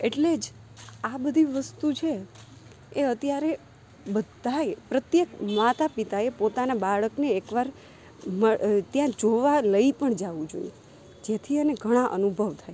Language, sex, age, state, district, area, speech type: Gujarati, female, 30-45, Gujarat, Rajkot, rural, spontaneous